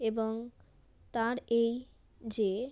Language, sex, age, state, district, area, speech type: Bengali, female, 30-45, West Bengal, South 24 Parganas, rural, spontaneous